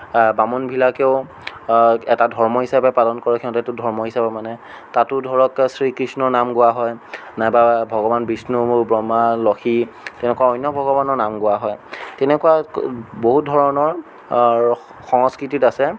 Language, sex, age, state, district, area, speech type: Assamese, male, 30-45, Assam, Sonitpur, urban, spontaneous